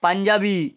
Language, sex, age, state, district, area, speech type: Bengali, male, 30-45, West Bengal, South 24 Parganas, rural, read